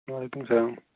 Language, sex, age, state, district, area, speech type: Kashmiri, male, 30-45, Jammu and Kashmir, Ganderbal, rural, conversation